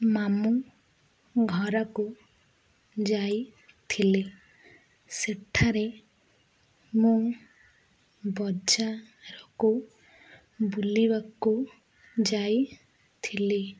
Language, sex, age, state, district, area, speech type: Odia, female, 18-30, Odisha, Ganjam, urban, spontaneous